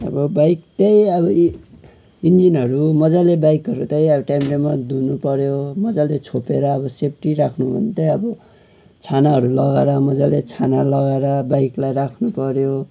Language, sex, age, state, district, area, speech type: Nepali, male, 30-45, West Bengal, Kalimpong, rural, spontaneous